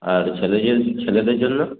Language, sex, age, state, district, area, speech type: Bengali, male, 18-30, West Bengal, Purulia, rural, conversation